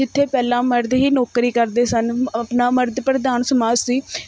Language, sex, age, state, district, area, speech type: Punjabi, female, 30-45, Punjab, Mohali, urban, spontaneous